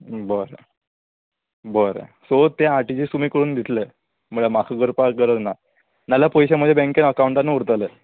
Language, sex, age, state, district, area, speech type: Goan Konkani, male, 18-30, Goa, Salcete, urban, conversation